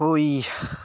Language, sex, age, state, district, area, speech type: Santali, male, 18-30, West Bengal, Purulia, rural, spontaneous